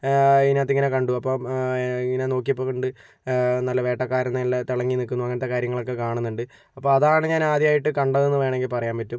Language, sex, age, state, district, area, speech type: Malayalam, male, 60+, Kerala, Kozhikode, urban, spontaneous